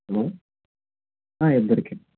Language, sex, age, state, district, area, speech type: Telugu, female, 30-45, Andhra Pradesh, Konaseema, urban, conversation